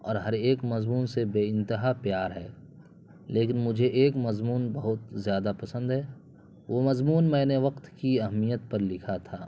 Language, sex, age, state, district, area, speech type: Urdu, male, 30-45, Bihar, Purnia, rural, spontaneous